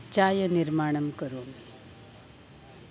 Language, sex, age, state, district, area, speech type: Sanskrit, female, 60+, Maharashtra, Nagpur, urban, spontaneous